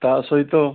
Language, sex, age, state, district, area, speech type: Odia, male, 60+, Odisha, Balasore, rural, conversation